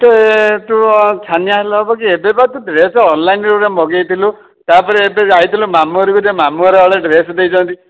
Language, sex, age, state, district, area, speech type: Odia, male, 45-60, Odisha, Dhenkanal, rural, conversation